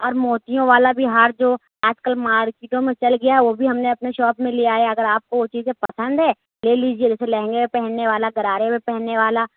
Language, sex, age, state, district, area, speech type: Urdu, female, 18-30, Uttar Pradesh, Lucknow, rural, conversation